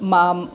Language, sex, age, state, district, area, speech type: Sanskrit, female, 60+, Tamil Nadu, Chennai, urban, spontaneous